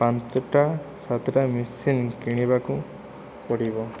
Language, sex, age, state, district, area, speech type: Odia, male, 45-60, Odisha, Kandhamal, rural, spontaneous